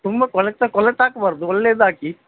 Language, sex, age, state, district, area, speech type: Kannada, male, 45-60, Karnataka, Dakshina Kannada, urban, conversation